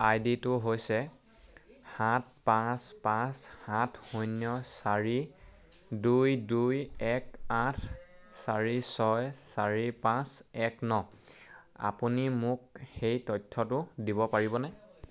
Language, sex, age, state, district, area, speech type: Assamese, male, 18-30, Assam, Sivasagar, rural, read